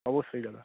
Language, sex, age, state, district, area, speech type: Bengali, male, 30-45, West Bengal, North 24 Parganas, urban, conversation